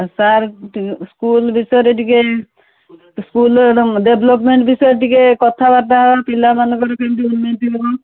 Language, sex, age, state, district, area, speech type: Odia, female, 60+, Odisha, Gajapati, rural, conversation